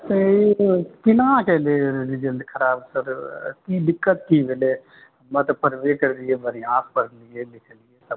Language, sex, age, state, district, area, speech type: Maithili, male, 30-45, Bihar, Purnia, rural, conversation